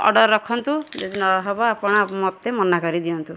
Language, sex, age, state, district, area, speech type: Odia, female, 30-45, Odisha, Kendujhar, urban, spontaneous